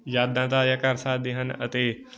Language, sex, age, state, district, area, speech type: Punjabi, male, 18-30, Punjab, Moga, rural, spontaneous